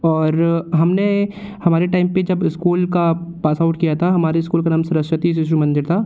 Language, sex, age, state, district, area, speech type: Hindi, male, 18-30, Madhya Pradesh, Jabalpur, rural, spontaneous